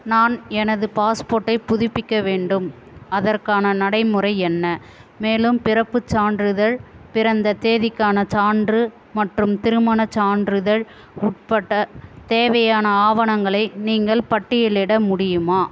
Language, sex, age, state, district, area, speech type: Tamil, female, 30-45, Tamil Nadu, Ranipet, urban, read